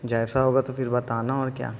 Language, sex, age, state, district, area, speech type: Urdu, male, 18-30, Bihar, Gaya, urban, spontaneous